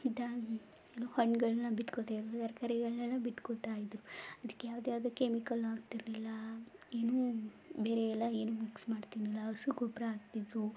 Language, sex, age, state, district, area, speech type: Kannada, female, 18-30, Karnataka, Chamarajanagar, rural, spontaneous